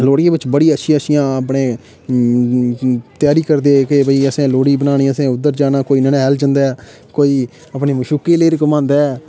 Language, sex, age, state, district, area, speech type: Dogri, male, 18-30, Jammu and Kashmir, Udhampur, rural, spontaneous